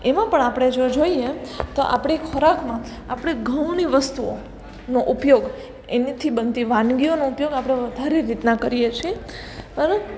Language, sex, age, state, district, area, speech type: Gujarati, female, 18-30, Gujarat, Surat, urban, spontaneous